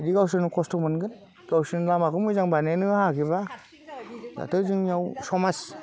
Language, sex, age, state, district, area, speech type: Bodo, male, 45-60, Assam, Udalguri, rural, spontaneous